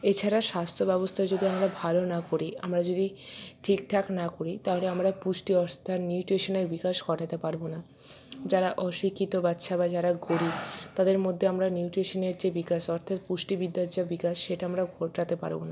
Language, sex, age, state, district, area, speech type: Bengali, female, 60+, West Bengal, Purba Bardhaman, urban, spontaneous